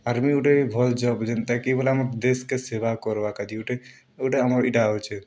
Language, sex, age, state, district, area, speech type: Odia, male, 18-30, Odisha, Kalahandi, rural, spontaneous